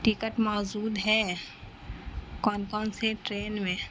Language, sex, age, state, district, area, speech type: Urdu, female, 30-45, Bihar, Gaya, rural, spontaneous